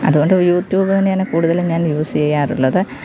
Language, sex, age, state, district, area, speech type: Malayalam, female, 30-45, Kerala, Pathanamthitta, rural, spontaneous